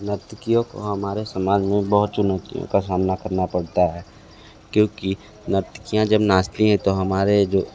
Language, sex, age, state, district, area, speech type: Hindi, male, 30-45, Uttar Pradesh, Sonbhadra, rural, spontaneous